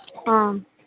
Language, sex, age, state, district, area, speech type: Telugu, female, 18-30, Andhra Pradesh, Guntur, rural, conversation